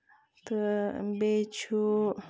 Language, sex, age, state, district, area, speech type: Kashmiri, female, 30-45, Jammu and Kashmir, Bandipora, rural, spontaneous